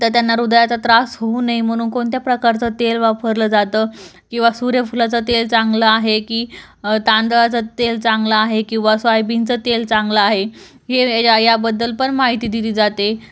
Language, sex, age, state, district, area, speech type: Marathi, female, 18-30, Maharashtra, Jalna, urban, spontaneous